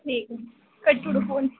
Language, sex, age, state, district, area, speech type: Dogri, female, 18-30, Jammu and Kashmir, Jammu, rural, conversation